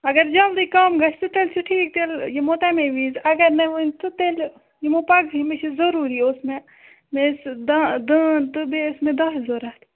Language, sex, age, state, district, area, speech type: Kashmiri, female, 30-45, Jammu and Kashmir, Budgam, rural, conversation